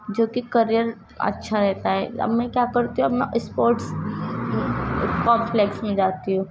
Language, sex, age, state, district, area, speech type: Urdu, female, 18-30, Uttar Pradesh, Ghaziabad, rural, spontaneous